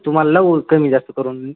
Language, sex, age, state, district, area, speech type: Marathi, male, 18-30, Maharashtra, Beed, rural, conversation